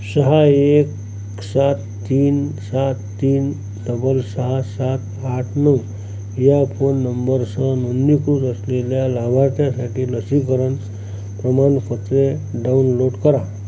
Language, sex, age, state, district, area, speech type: Marathi, male, 45-60, Maharashtra, Amravati, rural, read